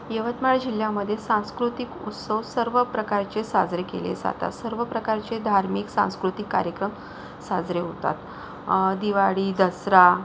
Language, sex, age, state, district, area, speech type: Marathi, female, 45-60, Maharashtra, Yavatmal, urban, spontaneous